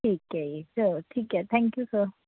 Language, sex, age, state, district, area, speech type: Punjabi, female, 18-30, Punjab, Mansa, urban, conversation